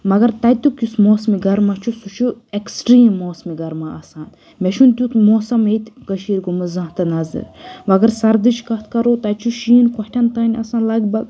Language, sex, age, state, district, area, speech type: Kashmiri, female, 18-30, Jammu and Kashmir, Budgam, rural, spontaneous